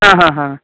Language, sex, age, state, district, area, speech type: Kannada, male, 18-30, Karnataka, Uttara Kannada, rural, conversation